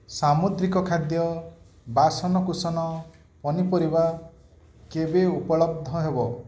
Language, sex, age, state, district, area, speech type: Odia, male, 45-60, Odisha, Bargarh, rural, read